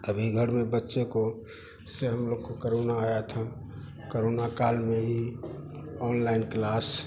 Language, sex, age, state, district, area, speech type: Hindi, male, 30-45, Bihar, Madhepura, rural, spontaneous